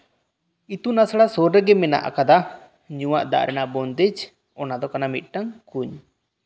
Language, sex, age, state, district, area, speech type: Santali, male, 18-30, West Bengal, Bankura, rural, spontaneous